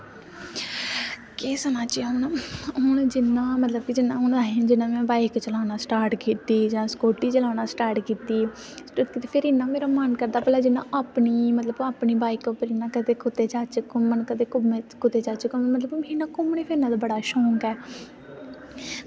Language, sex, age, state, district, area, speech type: Dogri, female, 18-30, Jammu and Kashmir, Samba, rural, spontaneous